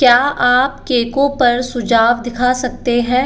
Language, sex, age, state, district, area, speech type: Hindi, female, 45-60, Rajasthan, Jaipur, urban, read